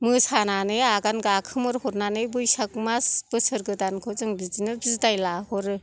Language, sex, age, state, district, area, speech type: Bodo, female, 60+, Assam, Kokrajhar, rural, spontaneous